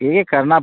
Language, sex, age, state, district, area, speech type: Hindi, male, 30-45, Bihar, Begusarai, urban, conversation